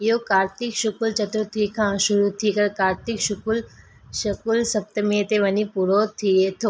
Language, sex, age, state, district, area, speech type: Sindhi, female, 18-30, Gujarat, Surat, urban, read